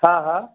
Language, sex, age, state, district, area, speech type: Sindhi, male, 60+, Gujarat, Kutch, rural, conversation